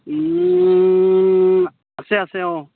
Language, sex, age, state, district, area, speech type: Assamese, male, 18-30, Assam, Sivasagar, rural, conversation